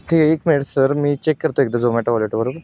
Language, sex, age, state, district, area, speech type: Marathi, male, 18-30, Maharashtra, Sangli, urban, spontaneous